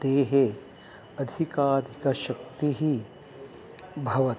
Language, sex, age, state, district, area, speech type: Sanskrit, male, 60+, Karnataka, Uttara Kannada, urban, spontaneous